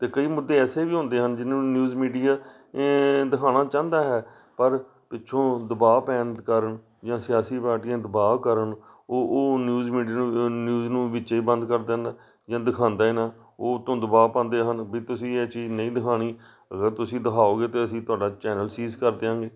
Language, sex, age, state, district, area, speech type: Punjabi, male, 45-60, Punjab, Amritsar, urban, spontaneous